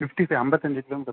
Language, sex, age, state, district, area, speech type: Tamil, male, 30-45, Tamil Nadu, Viluppuram, rural, conversation